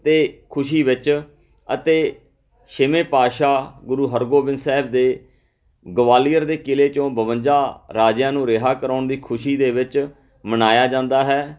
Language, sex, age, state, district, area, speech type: Punjabi, male, 45-60, Punjab, Fatehgarh Sahib, urban, spontaneous